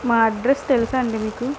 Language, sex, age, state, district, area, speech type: Telugu, female, 18-30, Andhra Pradesh, Visakhapatnam, rural, spontaneous